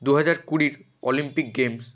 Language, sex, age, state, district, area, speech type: Bengali, male, 18-30, West Bengal, Hooghly, urban, spontaneous